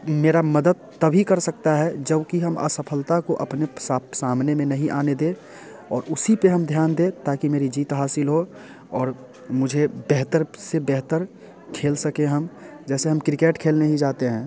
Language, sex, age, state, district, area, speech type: Hindi, male, 30-45, Bihar, Muzaffarpur, rural, spontaneous